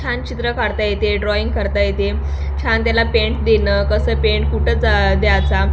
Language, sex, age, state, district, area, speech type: Marathi, female, 18-30, Maharashtra, Thane, rural, spontaneous